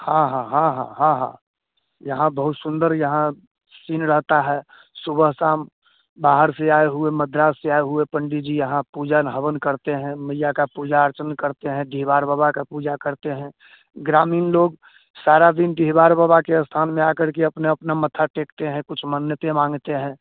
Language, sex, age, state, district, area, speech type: Hindi, male, 30-45, Bihar, Muzaffarpur, rural, conversation